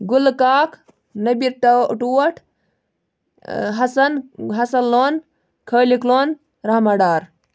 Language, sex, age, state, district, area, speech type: Kashmiri, female, 30-45, Jammu and Kashmir, Ganderbal, rural, spontaneous